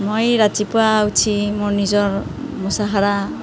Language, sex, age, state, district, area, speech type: Assamese, female, 30-45, Assam, Nalbari, rural, spontaneous